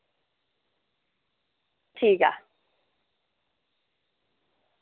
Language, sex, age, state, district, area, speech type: Dogri, female, 30-45, Jammu and Kashmir, Reasi, rural, conversation